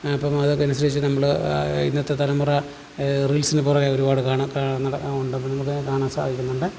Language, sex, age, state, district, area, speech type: Malayalam, male, 30-45, Kerala, Alappuzha, rural, spontaneous